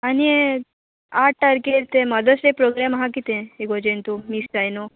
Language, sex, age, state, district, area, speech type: Goan Konkani, female, 18-30, Goa, Murmgao, urban, conversation